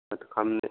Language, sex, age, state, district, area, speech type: Bodo, male, 45-60, Assam, Chirang, rural, conversation